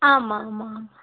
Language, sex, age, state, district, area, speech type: Tamil, female, 18-30, Tamil Nadu, Tirunelveli, urban, conversation